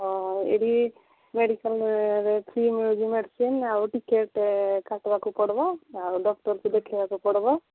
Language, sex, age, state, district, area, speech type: Odia, female, 45-60, Odisha, Angul, rural, conversation